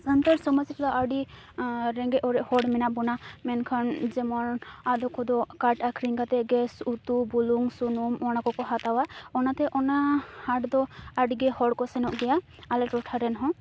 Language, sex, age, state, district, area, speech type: Santali, female, 18-30, West Bengal, Purulia, rural, spontaneous